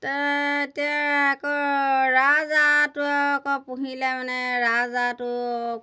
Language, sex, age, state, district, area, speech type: Assamese, female, 60+, Assam, Golaghat, rural, spontaneous